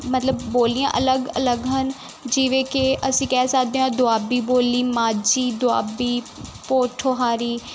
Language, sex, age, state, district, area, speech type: Punjabi, female, 18-30, Punjab, Kapurthala, urban, spontaneous